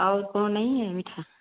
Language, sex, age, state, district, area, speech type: Hindi, female, 30-45, Uttar Pradesh, Varanasi, rural, conversation